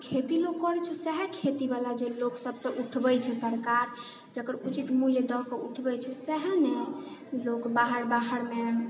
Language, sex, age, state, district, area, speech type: Maithili, female, 18-30, Bihar, Sitamarhi, urban, spontaneous